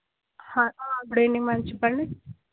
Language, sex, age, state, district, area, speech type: Telugu, female, 18-30, Telangana, Medak, urban, conversation